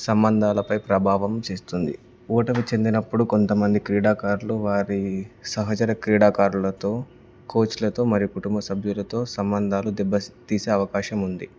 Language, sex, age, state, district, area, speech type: Telugu, male, 18-30, Telangana, Karimnagar, rural, spontaneous